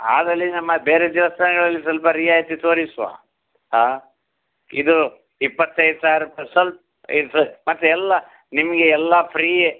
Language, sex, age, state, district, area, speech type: Kannada, male, 60+, Karnataka, Udupi, rural, conversation